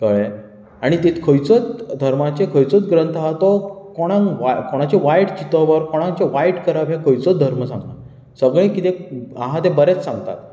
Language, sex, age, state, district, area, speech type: Goan Konkani, male, 30-45, Goa, Bardez, urban, spontaneous